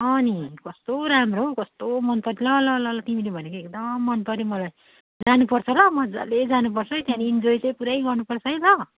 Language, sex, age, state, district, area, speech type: Nepali, female, 45-60, West Bengal, Darjeeling, rural, conversation